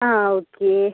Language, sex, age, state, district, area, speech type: Malayalam, female, 18-30, Kerala, Kozhikode, urban, conversation